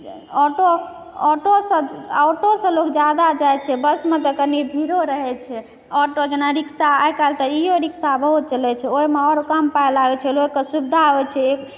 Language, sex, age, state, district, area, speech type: Maithili, female, 30-45, Bihar, Madhubani, urban, spontaneous